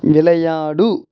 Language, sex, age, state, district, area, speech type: Tamil, male, 18-30, Tamil Nadu, Virudhunagar, rural, read